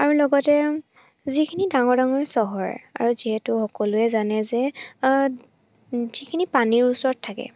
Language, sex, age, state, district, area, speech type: Assamese, female, 18-30, Assam, Charaideo, rural, spontaneous